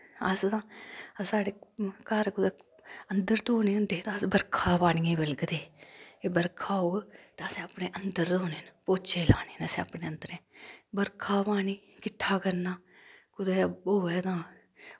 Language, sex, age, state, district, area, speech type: Dogri, female, 30-45, Jammu and Kashmir, Udhampur, rural, spontaneous